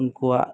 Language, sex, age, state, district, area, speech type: Santali, male, 18-30, Jharkhand, East Singhbhum, rural, spontaneous